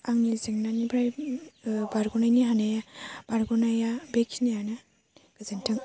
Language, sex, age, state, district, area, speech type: Bodo, female, 18-30, Assam, Baksa, rural, spontaneous